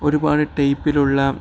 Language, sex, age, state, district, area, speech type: Malayalam, male, 18-30, Kerala, Kozhikode, rural, spontaneous